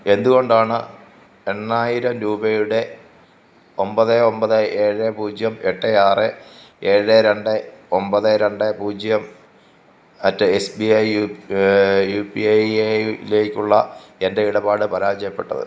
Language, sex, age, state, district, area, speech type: Malayalam, male, 45-60, Kerala, Pathanamthitta, rural, read